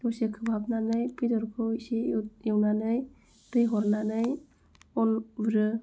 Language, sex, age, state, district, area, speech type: Bodo, female, 18-30, Assam, Kokrajhar, rural, spontaneous